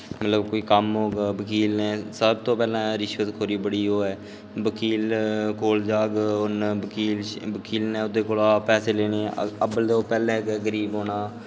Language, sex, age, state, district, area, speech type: Dogri, male, 18-30, Jammu and Kashmir, Kathua, rural, spontaneous